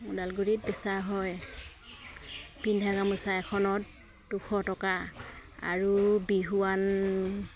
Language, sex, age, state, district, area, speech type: Assamese, female, 30-45, Assam, Udalguri, rural, spontaneous